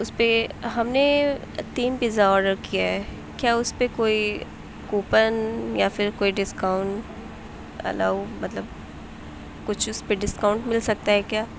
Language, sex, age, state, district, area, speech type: Urdu, female, 18-30, Uttar Pradesh, Mau, urban, spontaneous